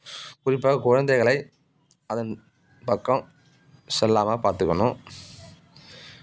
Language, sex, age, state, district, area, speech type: Tamil, male, 45-60, Tamil Nadu, Nagapattinam, rural, spontaneous